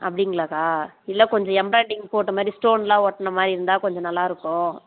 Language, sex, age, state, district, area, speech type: Tamil, female, 18-30, Tamil Nadu, Kallakurichi, rural, conversation